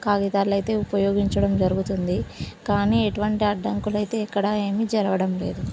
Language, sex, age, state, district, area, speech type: Telugu, female, 18-30, Telangana, Karimnagar, rural, spontaneous